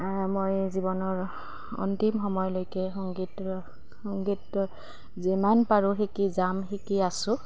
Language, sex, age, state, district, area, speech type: Assamese, female, 30-45, Assam, Goalpara, urban, spontaneous